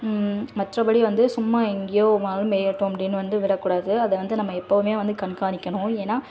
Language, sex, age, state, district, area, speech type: Tamil, female, 18-30, Tamil Nadu, Tirunelveli, rural, spontaneous